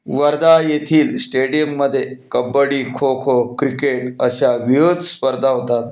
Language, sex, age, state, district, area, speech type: Marathi, male, 45-60, Maharashtra, Wardha, urban, spontaneous